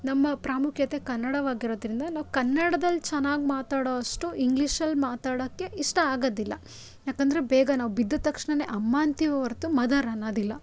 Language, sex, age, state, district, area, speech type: Kannada, female, 18-30, Karnataka, Chitradurga, rural, spontaneous